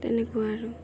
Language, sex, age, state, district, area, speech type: Assamese, female, 18-30, Assam, Darrang, rural, spontaneous